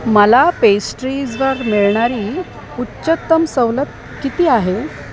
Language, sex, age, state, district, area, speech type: Marathi, female, 30-45, Maharashtra, Mumbai Suburban, urban, read